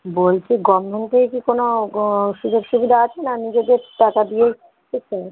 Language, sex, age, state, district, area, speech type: Bengali, female, 30-45, West Bengal, Howrah, urban, conversation